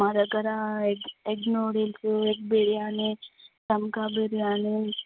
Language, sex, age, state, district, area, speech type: Telugu, female, 18-30, Andhra Pradesh, Visakhapatnam, urban, conversation